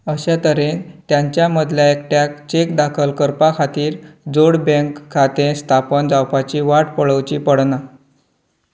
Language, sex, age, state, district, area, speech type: Goan Konkani, male, 18-30, Goa, Canacona, rural, read